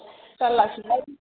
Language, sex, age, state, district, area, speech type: Bodo, female, 30-45, Assam, Kokrajhar, rural, conversation